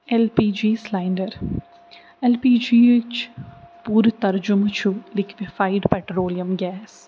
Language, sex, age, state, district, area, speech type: Kashmiri, female, 30-45, Jammu and Kashmir, Srinagar, urban, spontaneous